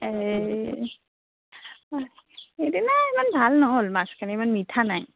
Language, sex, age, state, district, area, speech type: Assamese, female, 30-45, Assam, Darrang, rural, conversation